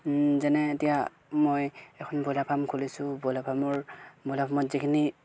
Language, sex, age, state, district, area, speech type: Assamese, male, 30-45, Assam, Golaghat, rural, spontaneous